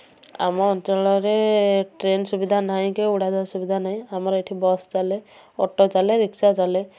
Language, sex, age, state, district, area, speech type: Odia, female, 30-45, Odisha, Kendujhar, urban, spontaneous